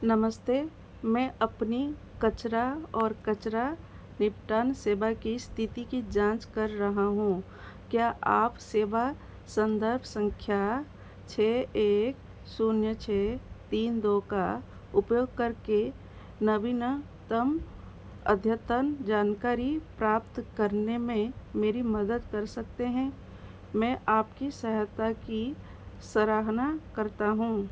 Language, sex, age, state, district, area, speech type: Hindi, female, 45-60, Madhya Pradesh, Seoni, rural, read